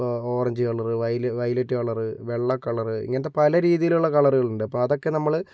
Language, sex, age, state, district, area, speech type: Malayalam, male, 60+, Kerala, Kozhikode, urban, spontaneous